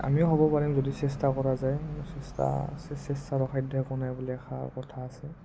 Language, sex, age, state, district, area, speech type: Assamese, male, 18-30, Assam, Udalguri, rural, spontaneous